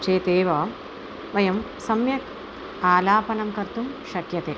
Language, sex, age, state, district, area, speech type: Sanskrit, female, 45-60, Tamil Nadu, Chennai, urban, spontaneous